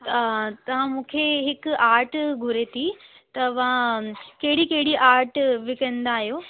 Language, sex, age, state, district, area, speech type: Sindhi, female, 18-30, Delhi, South Delhi, urban, conversation